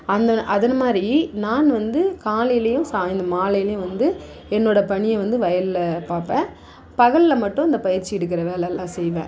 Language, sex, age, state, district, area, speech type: Tamil, female, 60+, Tamil Nadu, Dharmapuri, rural, spontaneous